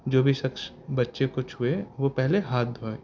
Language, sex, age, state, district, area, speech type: Urdu, male, 18-30, Delhi, North East Delhi, urban, spontaneous